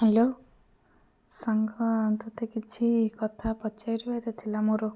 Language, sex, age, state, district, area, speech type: Odia, female, 18-30, Odisha, Bhadrak, rural, spontaneous